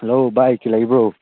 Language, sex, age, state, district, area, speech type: Manipuri, male, 18-30, Manipur, Chandel, rural, conversation